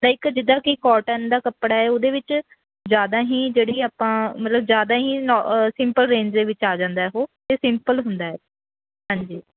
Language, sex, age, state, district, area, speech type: Punjabi, female, 18-30, Punjab, Mohali, urban, conversation